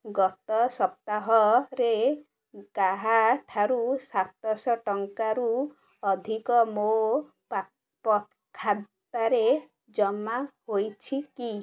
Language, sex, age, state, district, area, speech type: Odia, female, 30-45, Odisha, Ganjam, urban, read